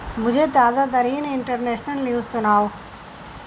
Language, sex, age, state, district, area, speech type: Urdu, female, 45-60, Uttar Pradesh, Shahjahanpur, urban, read